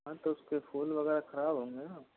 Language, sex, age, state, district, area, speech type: Hindi, male, 30-45, Rajasthan, Jodhpur, rural, conversation